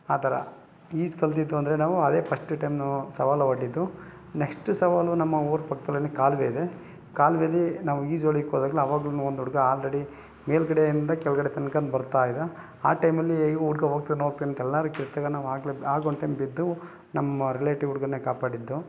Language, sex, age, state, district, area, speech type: Kannada, male, 30-45, Karnataka, Bangalore Rural, rural, spontaneous